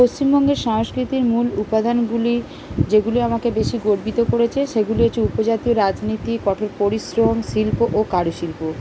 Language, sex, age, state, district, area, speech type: Bengali, female, 30-45, West Bengal, Kolkata, urban, spontaneous